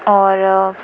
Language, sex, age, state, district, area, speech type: Urdu, female, 18-30, Telangana, Hyderabad, urban, spontaneous